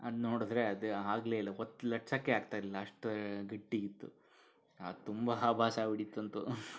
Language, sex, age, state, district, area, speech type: Kannada, male, 45-60, Karnataka, Bangalore Urban, urban, spontaneous